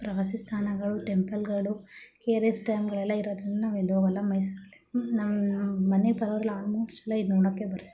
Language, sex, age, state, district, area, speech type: Kannada, female, 45-60, Karnataka, Mysore, rural, spontaneous